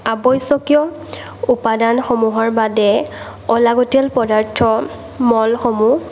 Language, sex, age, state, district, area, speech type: Assamese, female, 18-30, Assam, Morigaon, rural, spontaneous